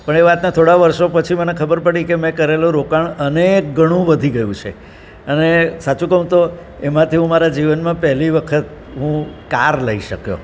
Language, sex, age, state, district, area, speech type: Gujarati, male, 60+, Gujarat, Surat, urban, spontaneous